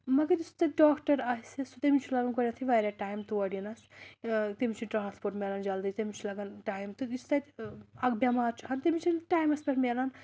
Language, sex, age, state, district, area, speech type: Kashmiri, female, 18-30, Jammu and Kashmir, Anantnag, rural, spontaneous